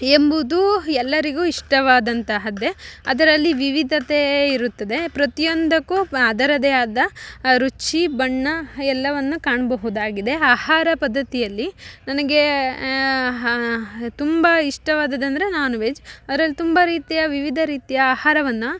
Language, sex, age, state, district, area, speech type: Kannada, female, 18-30, Karnataka, Chikkamagaluru, rural, spontaneous